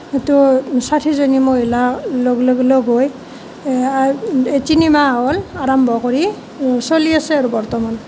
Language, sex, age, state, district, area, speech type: Assamese, female, 30-45, Assam, Nalbari, rural, spontaneous